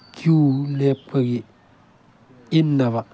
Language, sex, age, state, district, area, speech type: Manipuri, male, 18-30, Manipur, Tengnoupal, rural, spontaneous